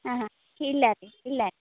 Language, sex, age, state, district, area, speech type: Kannada, female, 30-45, Karnataka, Gadag, rural, conversation